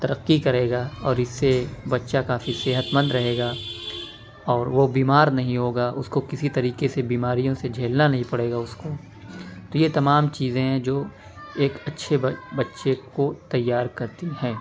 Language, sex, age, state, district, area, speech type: Urdu, male, 18-30, Uttar Pradesh, Lucknow, urban, spontaneous